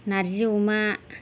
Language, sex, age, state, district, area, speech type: Bodo, female, 45-60, Assam, Kokrajhar, urban, spontaneous